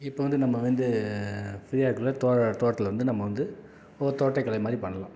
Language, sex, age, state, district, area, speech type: Tamil, male, 45-60, Tamil Nadu, Salem, rural, spontaneous